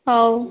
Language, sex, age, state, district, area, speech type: Odia, female, 60+, Odisha, Kandhamal, rural, conversation